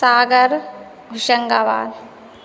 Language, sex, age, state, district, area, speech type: Hindi, female, 18-30, Madhya Pradesh, Hoshangabad, urban, spontaneous